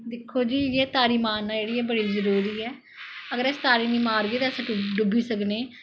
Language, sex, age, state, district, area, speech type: Dogri, female, 45-60, Jammu and Kashmir, Samba, rural, spontaneous